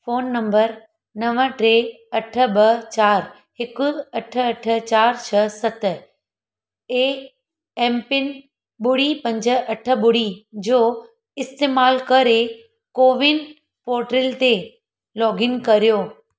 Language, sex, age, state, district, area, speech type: Sindhi, female, 30-45, Gujarat, Surat, urban, read